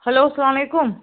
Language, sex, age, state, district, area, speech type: Kashmiri, female, 30-45, Jammu and Kashmir, Baramulla, rural, conversation